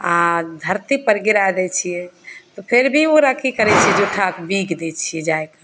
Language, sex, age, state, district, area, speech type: Maithili, female, 30-45, Bihar, Begusarai, rural, spontaneous